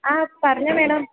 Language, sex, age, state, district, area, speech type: Malayalam, female, 18-30, Kerala, Idukki, rural, conversation